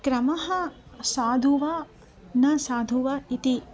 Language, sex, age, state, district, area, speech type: Sanskrit, female, 30-45, Andhra Pradesh, Krishna, urban, spontaneous